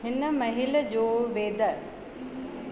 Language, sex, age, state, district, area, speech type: Sindhi, female, 30-45, Madhya Pradesh, Katni, rural, read